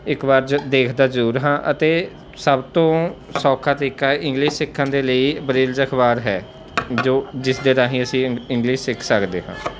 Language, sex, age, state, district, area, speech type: Punjabi, male, 18-30, Punjab, Mansa, urban, spontaneous